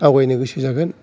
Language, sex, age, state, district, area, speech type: Bodo, male, 45-60, Assam, Kokrajhar, urban, spontaneous